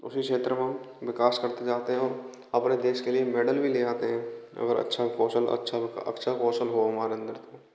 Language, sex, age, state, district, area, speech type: Hindi, male, 18-30, Rajasthan, Bharatpur, rural, spontaneous